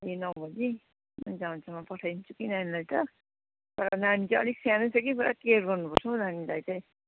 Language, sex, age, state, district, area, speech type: Nepali, female, 30-45, West Bengal, Kalimpong, rural, conversation